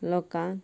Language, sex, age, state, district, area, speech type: Goan Konkani, female, 18-30, Goa, Canacona, rural, spontaneous